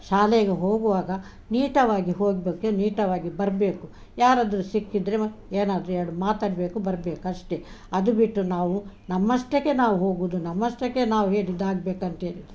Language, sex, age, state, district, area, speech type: Kannada, female, 60+, Karnataka, Udupi, urban, spontaneous